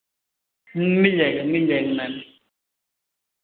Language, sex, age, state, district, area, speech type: Hindi, male, 30-45, Uttar Pradesh, Varanasi, urban, conversation